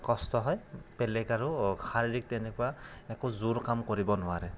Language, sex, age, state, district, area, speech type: Assamese, male, 18-30, Assam, Darrang, rural, spontaneous